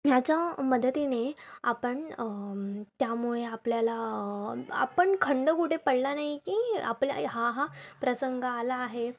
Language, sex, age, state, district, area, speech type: Marathi, female, 18-30, Maharashtra, Thane, urban, spontaneous